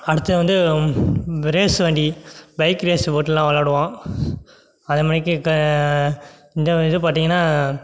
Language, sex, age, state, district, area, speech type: Tamil, male, 18-30, Tamil Nadu, Sivaganga, rural, spontaneous